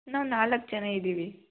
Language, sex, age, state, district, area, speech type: Kannada, female, 18-30, Karnataka, Tumkur, rural, conversation